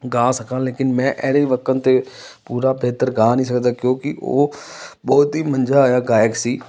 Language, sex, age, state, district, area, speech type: Punjabi, male, 30-45, Punjab, Amritsar, urban, spontaneous